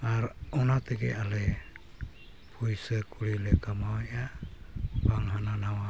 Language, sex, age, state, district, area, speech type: Santali, male, 60+, Jharkhand, East Singhbhum, rural, spontaneous